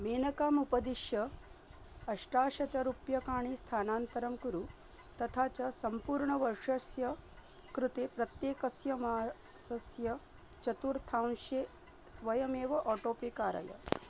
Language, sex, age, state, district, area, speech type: Sanskrit, female, 30-45, Maharashtra, Nagpur, urban, read